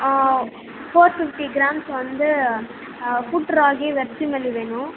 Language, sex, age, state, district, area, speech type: Tamil, female, 18-30, Tamil Nadu, Sivaganga, rural, conversation